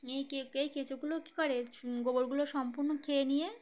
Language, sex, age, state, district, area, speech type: Bengali, female, 18-30, West Bengal, Uttar Dinajpur, urban, spontaneous